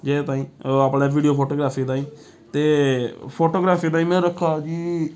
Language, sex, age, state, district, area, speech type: Dogri, male, 18-30, Jammu and Kashmir, Samba, rural, spontaneous